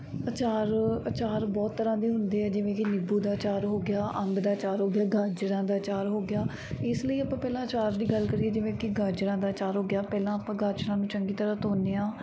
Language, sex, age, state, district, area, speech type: Punjabi, female, 18-30, Punjab, Mansa, urban, spontaneous